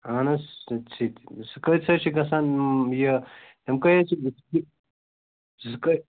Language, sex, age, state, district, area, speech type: Kashmiri, male, 30-45, Jammu and Kashmir, Bandipora, rural, conversation